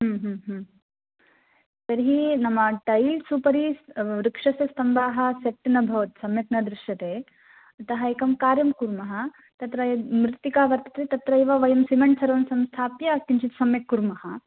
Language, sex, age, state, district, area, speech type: Sanskrit, female, 18-30, Karnataka, Chikkamagaluru, urban, conversation